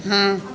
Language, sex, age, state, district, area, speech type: Hindi, female, 30-45, Uttar Pradesh, Azamgarh, rural, read